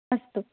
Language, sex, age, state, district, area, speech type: Sanskrit, female, 18-30, Maharashtra, Sangli, rural, conversation